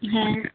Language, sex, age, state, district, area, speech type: Bengali, female, 18-30, West Bengal, Birbhum, urban, conversation